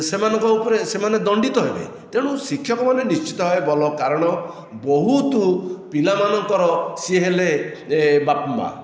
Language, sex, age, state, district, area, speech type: Odia, male, 60+, Odisha, Khordha, rural, spontaneous